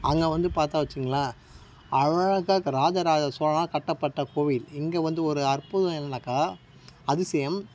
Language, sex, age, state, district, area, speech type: Tamil, male, 45-60, Tamil Nadu, Tiruvannamalai, rural, spontaneous